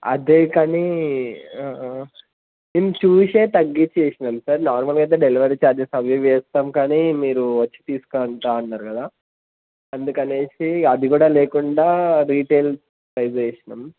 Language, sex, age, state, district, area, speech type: Telugu, male, 18-30, Telangana, Suryapet, urban, conversation